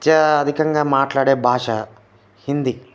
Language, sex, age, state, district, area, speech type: Telugu, male, 30-45, Telangana, Khammam, rural, spontaneous